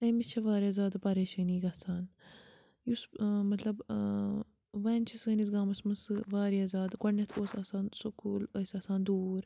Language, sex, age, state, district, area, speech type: Kashmiri, female, 30-45, Jammu and Kashmir, Bandipora, rural, spontaneous